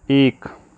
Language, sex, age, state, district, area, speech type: Hindi, male, 45-60, Uttar Pradesh, Mau, rural, read